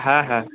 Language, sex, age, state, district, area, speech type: Bengali, male, 18-30, West Bengal, Purba Bardhaman, urban, conversation